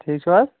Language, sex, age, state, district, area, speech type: Kashmiri, male, 18-30, Jammu and Kashmir, Kulgam, urban, conversation